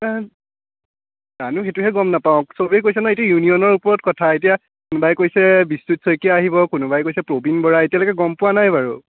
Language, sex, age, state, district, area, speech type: Assamese, male, 30-45, Assam, Biswanath, rural, conversation